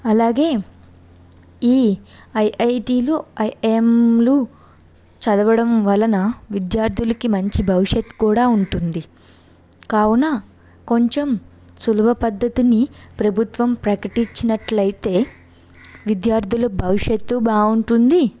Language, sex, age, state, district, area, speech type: Telugu, female, 18-30, Andhra Pradesh, Vizianagaram, rural, spontaneous